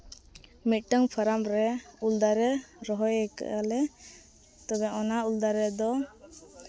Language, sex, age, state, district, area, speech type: Santali, female, 30-45, Jharkhand, East Singhbhum, rural, spontaneous